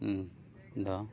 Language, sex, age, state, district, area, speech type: Santali, male, 30-45, Odisha, Mayurbhanj, rural, spontaneous